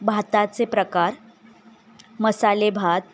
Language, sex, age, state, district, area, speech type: Marathi, female, 18-30, Maharashtra, Satara, rural, spontaneous